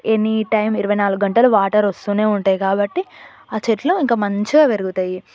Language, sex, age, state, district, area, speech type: Telugu, female, 18-30, Telangana, Yadadri Bhuvanagiri, rural, spontaneous